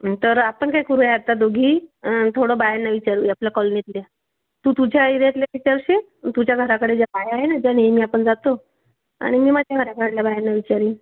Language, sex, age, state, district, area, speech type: Marathi, female, 30-45, Maharashtra, Wardha, urban, conversation